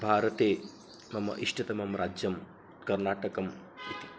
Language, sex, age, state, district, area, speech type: Sanskrit, male, 30-45, Maharashtra, Nagpur, urban, spontaneous